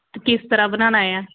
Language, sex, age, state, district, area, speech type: Punjabi, female, 30-45, Punjab, Pathankot, rural, conversation